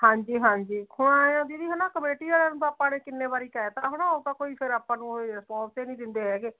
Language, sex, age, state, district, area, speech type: Punjabi, female, 45-60, Punjab, Muktsar, urban, conversation